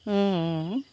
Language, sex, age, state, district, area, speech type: Assamese, female, 60+, Assam, Golaghat, urban, spontaneous